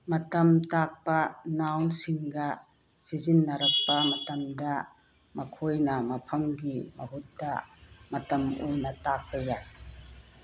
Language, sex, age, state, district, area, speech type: Manipuri, female, 60+, Manipur, Tengnoupal, rural, read